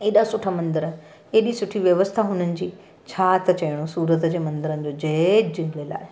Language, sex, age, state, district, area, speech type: Sindhi, female, 45-60, Gujarat, Surat, urban, spontaneous